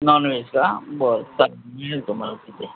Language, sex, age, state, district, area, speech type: Marathi, male, 45-60, Maharashtra, Thane, rural, conversation